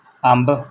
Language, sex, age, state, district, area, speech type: Punjabi, male, 45-60, Punjab, Mansa, rural, spontaneous